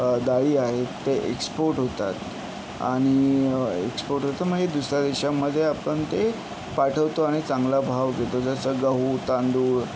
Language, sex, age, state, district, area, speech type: Marathi, male, 60+, Maharashtra, Yavatmal, urban, spontaneous